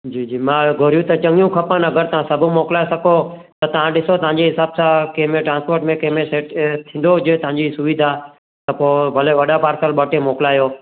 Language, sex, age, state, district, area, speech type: Sindhi, male, 30-45, Gujarat, Kutch, rural, conversation